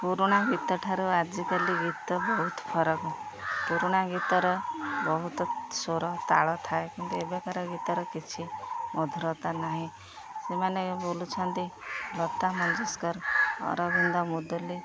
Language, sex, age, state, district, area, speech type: Odia, female, 30-45, Odisha, Jagatsinghpur, rural, spontaneous